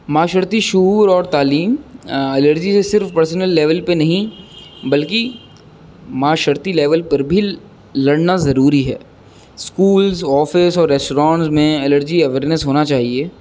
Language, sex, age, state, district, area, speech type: Urdu, male, 18-30, Uttar Pradesh, Rampur, urban, spontaneous